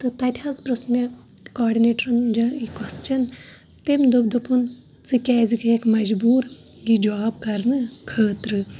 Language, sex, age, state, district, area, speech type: Kashmiri, female, 30-45, Jammu and Kashmir, Shopian, urban, spontaneous